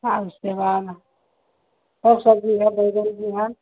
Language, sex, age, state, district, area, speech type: Hindi, female, 45-60, Bihar, Begusarai, rural, conversation